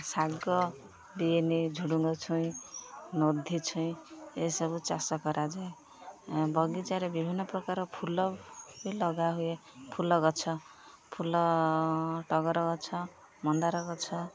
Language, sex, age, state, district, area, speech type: Odia, female, 30-45, Odisha, Jagatsinghpur, rural, spontaneous